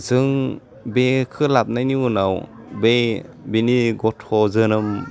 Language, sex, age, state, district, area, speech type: Bodo, male, 30-45, Assam, Udalguri, rural, spontaneous